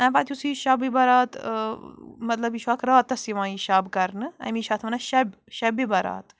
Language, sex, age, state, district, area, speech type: Kashmiri, female, 18-30, Jammu and Kashmir, Bandipora, rural, spontaneous